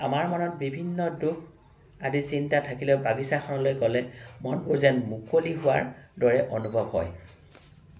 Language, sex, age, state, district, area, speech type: Assamese, male, 30-45, Assam, Charaideo, urban, spontaneous